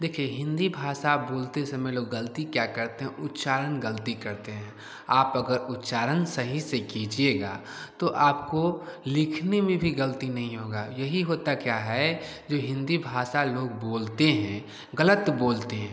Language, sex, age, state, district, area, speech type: Hindi, male, 18-30, Bihar, Samastipur, rural, spontaneous